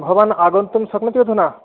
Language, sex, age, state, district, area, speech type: Sanskrit, male, 18-30, West Bengal, Murshidabad, rural, conversation